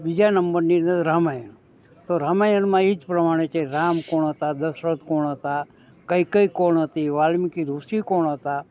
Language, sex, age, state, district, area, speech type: Gujarati, male, 60+, Gujarat, Rajkot, urban, spontaneous